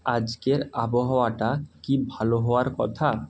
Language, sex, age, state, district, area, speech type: Bengali, male, 30-45, West Bengal, Bankura, urban, read